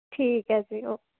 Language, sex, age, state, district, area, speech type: Punjabi, female, 18-30, Punjab, Mohali, urban, conversation